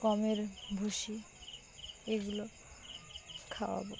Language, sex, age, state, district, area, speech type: Bengali, female, 18-30, West Bengal, Dakshin Dinajpur, urban, spontaneous